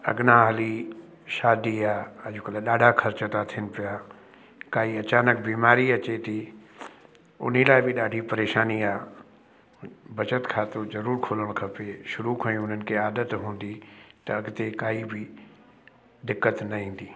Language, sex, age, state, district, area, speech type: Sindhi, male, 60+, Uttar Pradesh, Lucknow, urban, spontaneous